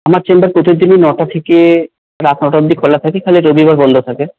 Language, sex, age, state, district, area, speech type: Bengali, male, 30-45, West Bengal, Paschim Bardhaman, urban, conversation